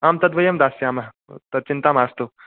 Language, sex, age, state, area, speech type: Sanskrit, male, 18-30, Jharkhand, urban, conversation